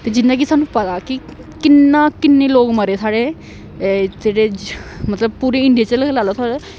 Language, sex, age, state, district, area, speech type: Dogri, female, 18-30, Jammu and Kashmir, Samba, rural, spontaneous